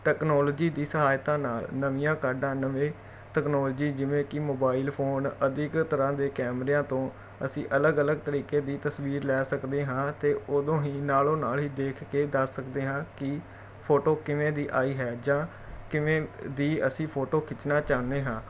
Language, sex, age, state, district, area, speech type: Punjabi, male, 30-45, Punjab, Jalandhar, urban, spontaneous